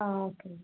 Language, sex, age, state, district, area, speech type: Malayalam, female, 18-30, Kerala, Palakkad, rural, conversation